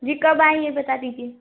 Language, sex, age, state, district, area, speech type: Hindi, female, 18-30, Uttar Pradesh, Azamgarh, rural, conversation